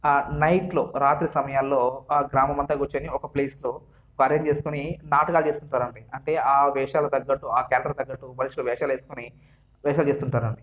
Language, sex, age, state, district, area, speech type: Telugu, male, 18-30, Andhra Pradesh, Sri Balaji, rural, spontaneous